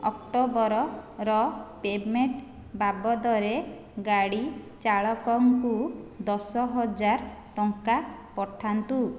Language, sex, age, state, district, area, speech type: Odia, female, 45-60, Odisha, Khordha, rural, read